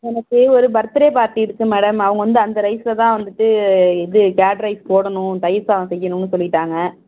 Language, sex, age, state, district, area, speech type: Tamil, female, 30-45, Tamil Nadu, Tiruvarur, rural, conversation